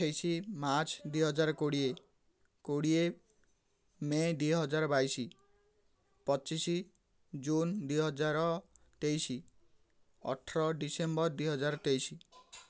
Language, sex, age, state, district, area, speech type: Odia, male, 18-30, Odisha, Ganjam, urban, spontaneous